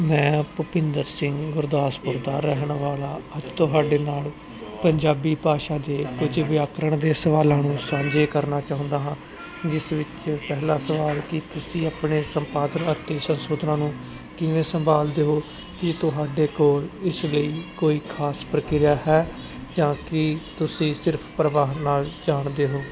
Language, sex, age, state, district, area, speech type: Punjabi, male, 18-30, Punjab, Gurdaspur, rural, spontaneous